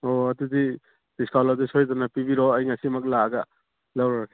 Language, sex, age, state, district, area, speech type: Manipuri, male, 45-60, Manipur, Churachandpur, rural, conversation